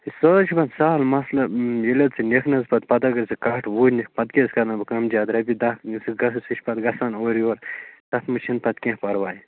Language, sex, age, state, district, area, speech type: Kashmiri, male, 30-45, Jammu and Kashmir, Bandipora, rural, conversation